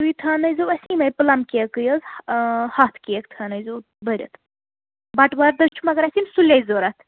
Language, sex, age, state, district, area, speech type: Kashmiri, female, 18-30, Jammu and Kashmir, Srinagar, urban, conversation